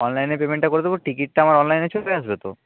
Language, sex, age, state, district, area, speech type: Bengali, male, 30-45, West Bengal, Nadia, rural, conversation